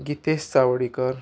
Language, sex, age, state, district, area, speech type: Goan Konkani, male, 18-30, Goa, Murmgao, urban, spontaneous